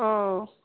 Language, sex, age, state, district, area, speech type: Bodo, female, 30-45, Assam, Kokrajhar, rural, conversation